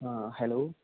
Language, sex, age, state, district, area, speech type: Malayalam, male, 18-30, Kerala, Idukki, rural, conversation